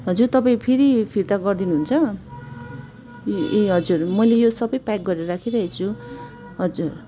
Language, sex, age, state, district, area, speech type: Nepali, female, 45-60, West Bengal, Darjeeling, rural, spontaneous